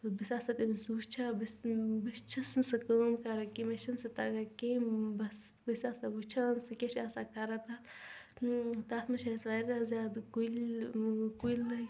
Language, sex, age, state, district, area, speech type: Kashmiri, female, 18-30, Jammu and Kashmir, Bandipora, rural, spontaneous